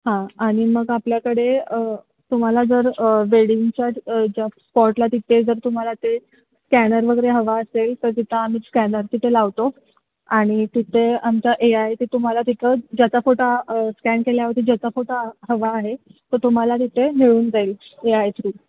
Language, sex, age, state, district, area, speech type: Marathi, female, 18-30, Maharashtra, Sangli, rural, conversation